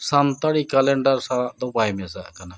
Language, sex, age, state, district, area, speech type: Santali, male, 60+, Odisha, Mayurbhanj, rural, spontaneous